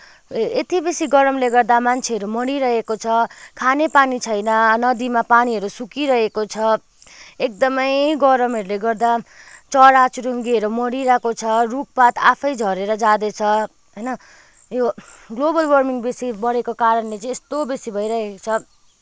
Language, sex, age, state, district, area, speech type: Nepali, female, 18-30, West Bengal, Kalimpong, rural, spontaneous